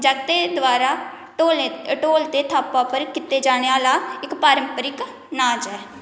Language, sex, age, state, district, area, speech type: Dogri, female, 18-30, Jammu and Kashmir, Kathua, rural, spontaneous